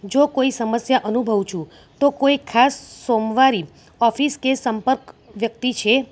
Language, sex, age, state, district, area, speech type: Gujarati, female, 30-45, Gujarat, Kheda, rural, spontaneous